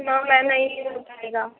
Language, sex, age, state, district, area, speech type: Urdu, female, 18-30, Uttar Pradesh, Gautam Buddha Nagar, rural, conversation